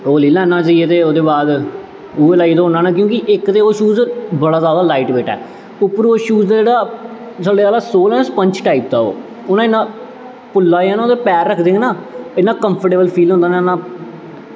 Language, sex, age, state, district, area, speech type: Dogri, male, 18-30, Jammu and Kashmir, Jammu, urban, spontaneous